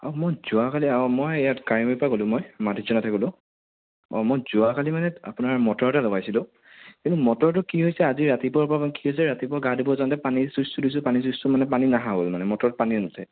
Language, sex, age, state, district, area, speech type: Assamese, male, 30-45, Assam, Sonitpur, rural, conversation